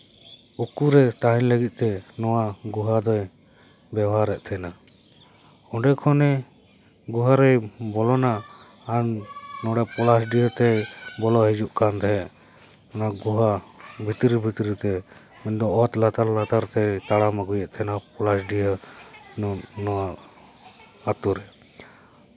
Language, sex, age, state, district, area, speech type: Santali, male, 30-45, West Bengal, Paschim Bardhaman, urban, spontaneous